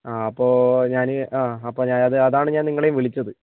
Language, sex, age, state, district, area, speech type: Malayalam, male, 30-45, Kerala, Kozhikode, urban, conversation